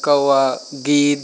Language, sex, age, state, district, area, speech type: Hindi, male, 18-30, Uttar Pradesh, Pratapgarh, rural, spontaneous